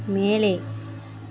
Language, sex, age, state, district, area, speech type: Tamil, female, 30-45, Tamil Nadu, Mayiladuthurai, urban, read